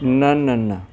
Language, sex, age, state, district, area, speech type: Sindhi, male, 60+, Maharashtra, Thane, urban, spontaneous